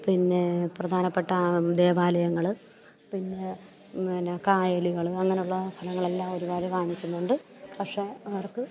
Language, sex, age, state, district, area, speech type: Malayalam, female, 30-45, Kerala, Alappuzha, rural, spontaneous